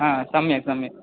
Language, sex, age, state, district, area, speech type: Sanskrit, male, 18-30, West Bengal, Cooch Behar, rural, conversation